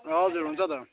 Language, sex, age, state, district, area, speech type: Nepali, male, 30-45, West Bengal, Kalimpong, rural, conversation